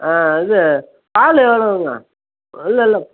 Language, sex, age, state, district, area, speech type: Tamil, male, 60+, Tamil Nadu, Perambalur, urban, conversation